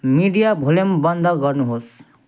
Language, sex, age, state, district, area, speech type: Nepali, male, 30-45, West Bengal, Jalpaiguri, rural, read